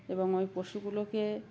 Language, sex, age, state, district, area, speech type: Bengali, female, 45-60, West Bengal, Uttar Dinajpur, urban, spontaneous